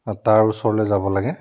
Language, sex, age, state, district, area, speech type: Assamese, male, 45-60, Assam, Charaideo, urban, spontaneous